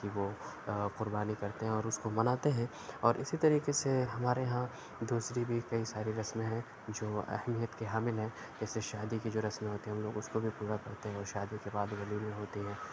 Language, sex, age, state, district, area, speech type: Urdu, male, 45-60, Uttar Pradesh, Aligarh, rural, spontaneous